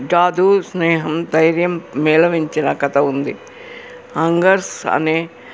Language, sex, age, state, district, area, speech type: Telugu, female, 60+, Telangana, Hyderabad, urban, spontaneous